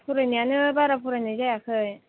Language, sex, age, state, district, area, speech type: Bodo, female, 18-30, Assam, Chirang, rural, conversation